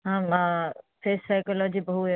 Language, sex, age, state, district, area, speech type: Sanskrit, female, 18-30, Maharashtra, Chandrapur, urban, conversation